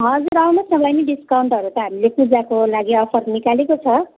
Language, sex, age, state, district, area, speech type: Nepali, female, 30-45, West Bengal, Darjeeling, rural, conversation